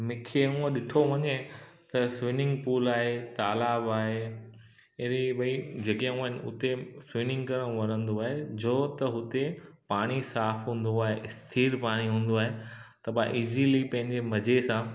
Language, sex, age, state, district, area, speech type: Sindhi, male, 30-45, Gujarat, Kutch, rural, spontaneous